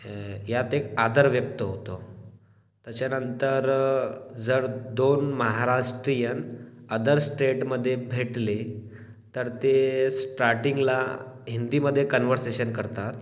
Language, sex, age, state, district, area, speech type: Marathi, male, 18-30, Maharashtra, Washim, rural, spontaneous